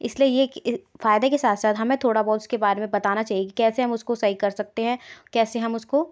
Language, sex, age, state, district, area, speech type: Hindi, female, 18-30, Madhya Pradesh, Gwalior, urban, spontaneous